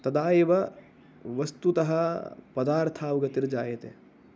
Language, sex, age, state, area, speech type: Sanskrit, male, 18-30, Haryana, rural, spontaneous